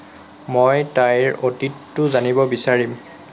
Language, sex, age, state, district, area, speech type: Assamese, male, 18-30, Assam, Lakhimpur, rural, read